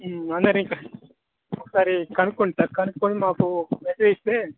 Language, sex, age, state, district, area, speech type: Telugu, male, 18-30, Telangana, Khammam, urban, conversation